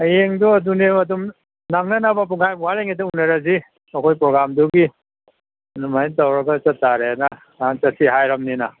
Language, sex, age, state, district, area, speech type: Manipuri, male, 60+, Manipur, Imphal West, urban, conversation